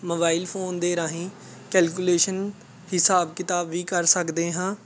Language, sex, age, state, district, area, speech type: Punjabi, male, 18-30, Punjab, Fatehgarh Sahib, rural, spontaneous